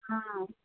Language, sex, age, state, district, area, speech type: Tamil, female, 60+, Tamil Nadu, Salem, rural, conversation